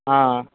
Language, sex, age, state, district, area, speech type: Tamil, male, 18-30, Tamil Nadu, Madurai, urban, conversation